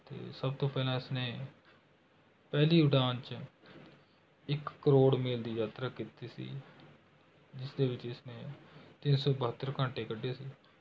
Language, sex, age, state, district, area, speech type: Punjabi, male, 18-30, Punjab, Rupnagar, rural, spontaneous